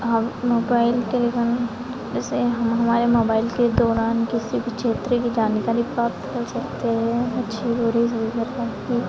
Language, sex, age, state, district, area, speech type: Hindi, female, 18-30, Madhya Pradesh, Harda, urban, spontaneous